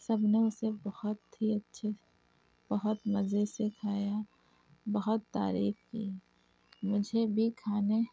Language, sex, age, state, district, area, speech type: Urdu, female, 30-45, Uttar Pradesh, Lucknow, urban, spontaneous